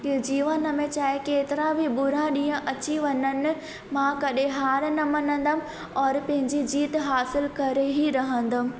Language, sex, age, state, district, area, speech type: Sindhi, female, 18-30, Madhya Pradesh, Katni, urban, spontaneous